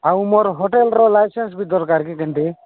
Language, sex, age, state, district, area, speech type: Odia, male, 45-60, Odisha, Nabarangpur, rural, conversation